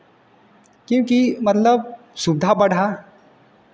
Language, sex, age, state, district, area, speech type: Hindi, male, 30-45, Bihar, Vaishali, urban, spontaneous